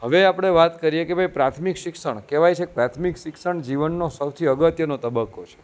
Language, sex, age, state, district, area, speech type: Gujarati, male, 30-45, Gujarat, Junagadh, urban, spontaneous